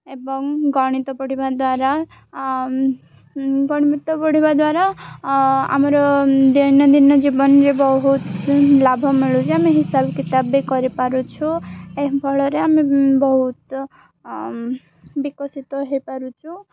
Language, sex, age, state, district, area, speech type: Odia, female, 18-30, Odisha, Koraput, urban, spontaneous